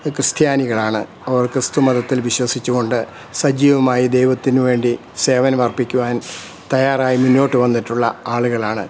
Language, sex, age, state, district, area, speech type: Malayalam, male, 60+, Kerala, Kottayam, rural, spontaneous